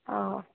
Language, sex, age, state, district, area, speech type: Assamese, female, 30-45, Assam, Nagaon, rural, conversation